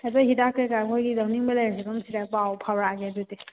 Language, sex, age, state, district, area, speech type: Manipuri, female, 18-30, Manipur, Churachandpur, rural, conversation